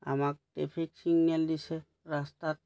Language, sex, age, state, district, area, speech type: Assamese, male, 30-45, Assam, Majuli, urban, spontaneous